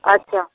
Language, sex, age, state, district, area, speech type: Hindi, female, 60+, Bihar, Muzaffarpur, rural, conversation